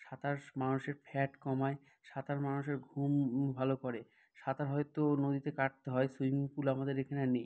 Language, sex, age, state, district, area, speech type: Bengali, male, 45-60, West Bengal, Bankura, urban, spontaneous